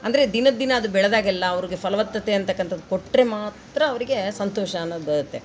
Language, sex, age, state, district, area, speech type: Kannada, female, 45-60, Karnataka, Vijayanagara, rural, spontaneous